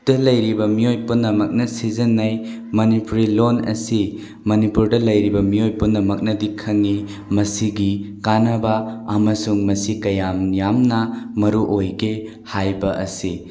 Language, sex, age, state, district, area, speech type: Manipuri, male, 18-30, Manipur, Bishnupur, rural, spontaneous